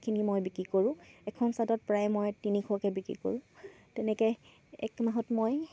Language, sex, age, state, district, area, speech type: Assamese, female, 18-30, Assam, Sivasagar, rural, spontaneous